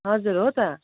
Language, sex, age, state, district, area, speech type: Nepali, female, 30-45, West Bengal, Darjeeling, urban, conversation